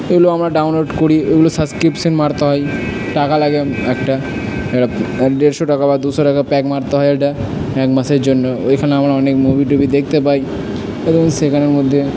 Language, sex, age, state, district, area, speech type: Bengali, male, 30-45, West Bengal, Purba Bardhaman, urban, spontaneous